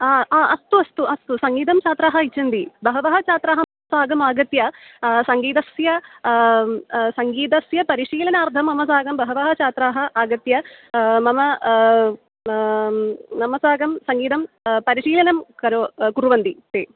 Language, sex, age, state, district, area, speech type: Sanskrit, female, 18-30, Kerala, Kollam, urban, conversation